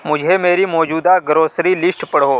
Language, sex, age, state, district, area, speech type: Urdu, male, 45-60, Uttar Pradesh, Aligarh, rural, read